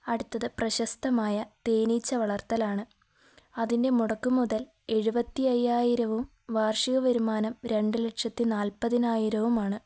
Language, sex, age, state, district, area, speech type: Malayalam, female, 18-30, Kerala, Kozhikode, rural, spontaneous